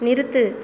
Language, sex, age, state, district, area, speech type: Tamil, female, 30-45, Tamil Nadu, Cuddalore, rural, read